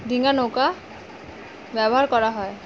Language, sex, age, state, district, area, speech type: Bengali, female, 30-45, West Bengal, Alipurduar, rural, spontaneous